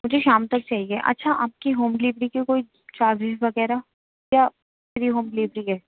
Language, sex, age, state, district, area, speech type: Urdu, female, 30-45, Delhi, Central Delhi, urban, conversation